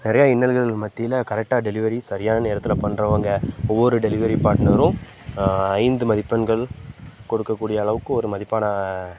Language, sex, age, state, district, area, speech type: Tamil, male, 18-30, Tamil Nadu, Tenkasi, rural, spontaneous